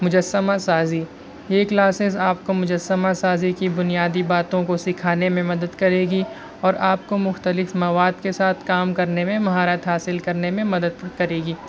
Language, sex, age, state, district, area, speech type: Urdu, male, 60+, Maharashtra, Nashik, urban, spontaneous